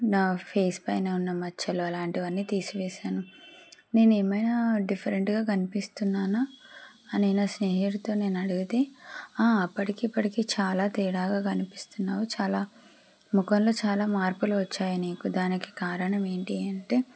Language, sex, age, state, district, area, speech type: Telugu, female, 30-45, Telangana, Medchal, urban, spontaneous